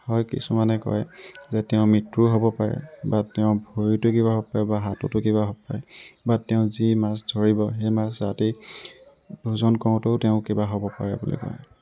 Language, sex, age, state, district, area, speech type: Assamese, male, 18-30, Assam, Tinsukia, urban, spontaneous